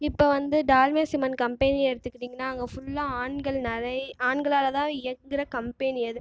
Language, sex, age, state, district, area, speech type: Tamil, female, 18-30, Tamil Nadu, Tiruchirappalli, rural, spontaneous